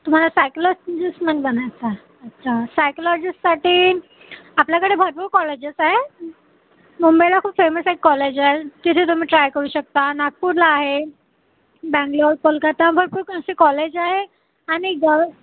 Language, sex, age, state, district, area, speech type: Marathi, female, 18-30, Maharashtra, Wardha, rural, conversation